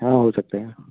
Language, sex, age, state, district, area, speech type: Hindi, male, 30-45, Uttar Pradesh, Ayodhya, rural, conversation